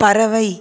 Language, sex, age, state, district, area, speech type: Tamil, female, 30-45, Tamil Nadu, Tiruchirappalli, rural, read